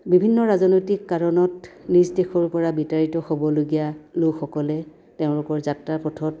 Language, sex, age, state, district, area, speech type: Assamese, female, 45-60, Assam, Dhemaji, rural, spontaneous